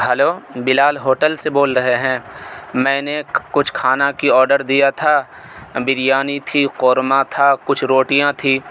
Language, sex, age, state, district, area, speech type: Urdu, male, 18-30, Delhi, South Delhi, urban, spontaneous